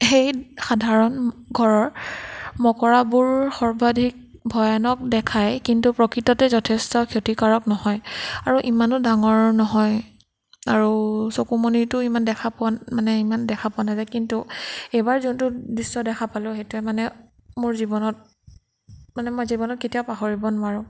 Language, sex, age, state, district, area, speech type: Assamese, female, 30-45, Assam, Sonitpur, rural, spontaneous